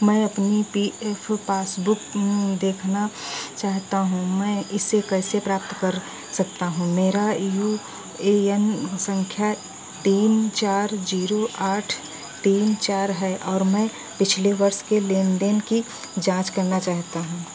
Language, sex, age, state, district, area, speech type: Hindi, female, 45-60, Uttar Pradesh, Sitapur, rural, read